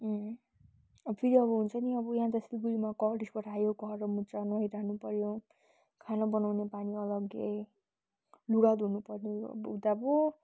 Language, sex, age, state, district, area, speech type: Nepali, female, 18-30, West Bengal, Kalimpong, rural, spontaneous